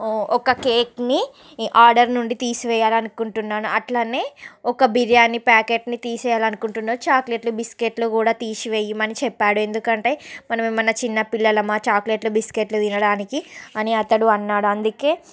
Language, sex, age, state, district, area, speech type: Telugu, female, 30-45, Andhra Pradesh, Srikakulam, urban, spontaneous